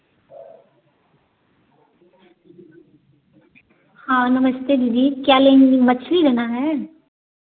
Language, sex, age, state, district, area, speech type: Hindi, female, 30-45, Uttar Pradesh, Varanasi, rural, conversation